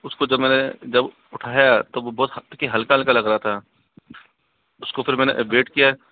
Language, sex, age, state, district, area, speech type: Hindi, male, 60+, Rajasthan, Jaipur, urban, conversation